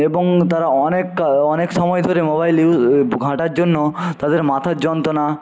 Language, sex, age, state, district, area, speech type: Bengali, male, 45-60, West Bengal, Paschim Medinipur, rural, spontaneous